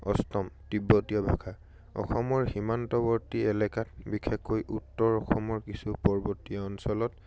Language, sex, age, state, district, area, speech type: Assamese, male, 18-30, Assam, Charaideo, urban, spontaneous